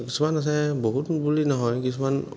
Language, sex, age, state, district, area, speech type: Assamese, male, 18-30, Assam, Jorhat, urban, spontaneous